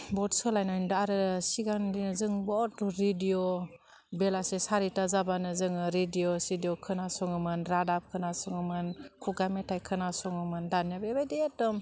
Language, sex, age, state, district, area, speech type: Bodo, female, 30-45, Assam, Udalguri, urban, spontaneous